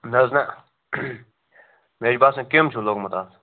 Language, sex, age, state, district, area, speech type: Kashmiri, male, 18-30, Jammu and Kashmir, Kupwara, rural, conversation